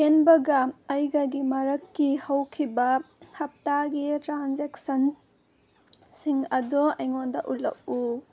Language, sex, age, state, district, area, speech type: Manipuri, female, 18-30, Manipur, Senapati, urban, read